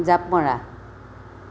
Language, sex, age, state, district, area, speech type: Assamese, female, 45-60, Assam, Dhemaji, rural, read